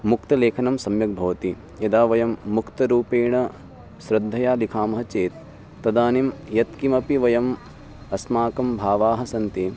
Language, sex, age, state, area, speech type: Sanskrit, male, 18-30, Uttarakhand, urban, spontaneous